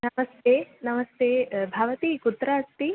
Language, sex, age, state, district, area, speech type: Sanskrit, female, 18-30, Kerala, Malappuram, rural, conversation